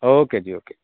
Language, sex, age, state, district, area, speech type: Dogri, male, 45-60, Jammu and Kashmir, Kathua, urban, conversation